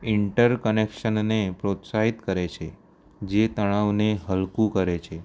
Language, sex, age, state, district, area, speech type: Gujarati, male, 18-30, Gujarat, Kheda, rural, spontaneous